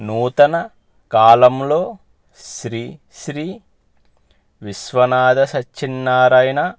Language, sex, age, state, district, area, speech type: Telugu, male, 30-45, Andhra Pradesh, Palnadu, urban, spontaneous